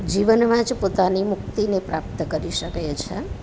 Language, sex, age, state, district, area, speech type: Gujarati, female, 45-60, Gujarat, Amreli, urban, spontaneous